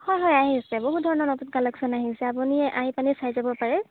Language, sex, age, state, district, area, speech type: Assamese, female, 18-30, Assam, Golaghat, urban, conversation